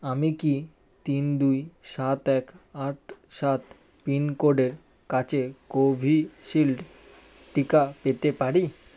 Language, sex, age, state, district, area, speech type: Bengali, male, 18-30, West Bengal, Kolkata, urban, read